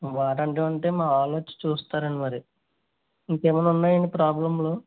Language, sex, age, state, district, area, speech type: Telugu, male, 30-45, Andhra Pradesh, East Godavari, rural, conversation